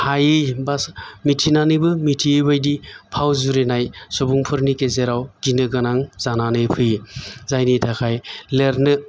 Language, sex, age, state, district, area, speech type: Bodo, male, 45-60, Assam, Chirang, urban, spontaneous